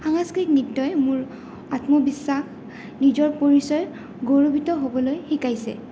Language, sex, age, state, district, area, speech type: Assamese, female, 18-30, Assam, Goalpara, urban, spontaneous